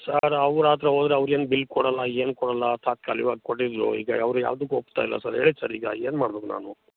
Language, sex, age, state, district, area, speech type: Kannada, male, 45-60, Karnataka, Chikkamagaluru, rural, conversation